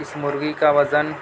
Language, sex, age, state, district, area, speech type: Urdu, male, 60+, Uttar Pradesh, Mau, urban, spontaneous